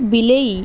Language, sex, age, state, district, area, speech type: Odia, female, 18-30, Odisha, Subarnapur, urban, read